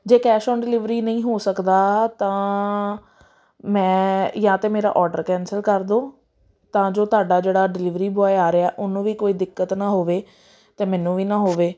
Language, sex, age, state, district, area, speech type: Punjabi, female, 30-45, Punjab, Amritsar, urban, spontaneous